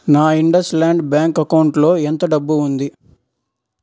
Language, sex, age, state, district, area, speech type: Telugu, male, 18-30, Andhra Pradesh, Nellore, urban, read